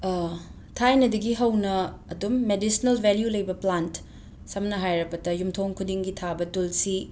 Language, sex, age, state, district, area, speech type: Manipuri, female, 30-45, Manipur, Imphal West, urban, spontaneous